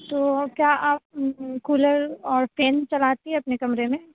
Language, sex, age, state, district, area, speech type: Urdu, female, 30-45, Uttar Pradesh, Aligarh, rural, conversation